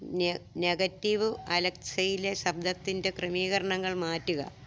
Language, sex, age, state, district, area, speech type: Malayalam, female, 60+, Kerala, Alappuzha, rural, read